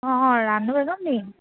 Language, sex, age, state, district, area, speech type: Assamese, female, 30-45, Assam, Charaideo, rural, conversation